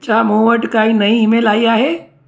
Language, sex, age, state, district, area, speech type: Sindhi, female, 30-45, Gujarat, Surat, urban, read